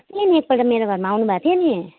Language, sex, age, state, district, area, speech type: Nepali, female, 30-45, West Bengal, Jalpaiguri, rural, conversation